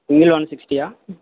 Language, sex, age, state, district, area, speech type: Telugu, male, 18-30, Telangana, Sangareddy, urban, conversation